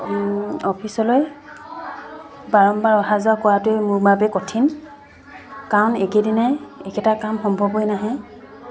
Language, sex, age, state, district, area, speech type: Assamese, female, 30-45, Assam, Dibrugarh, rural, spontaneous